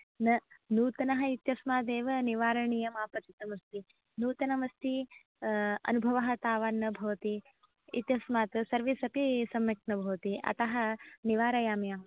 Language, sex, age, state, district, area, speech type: Sanskrit, female, 18-30, Karnataka, Davanagere, urban, conversation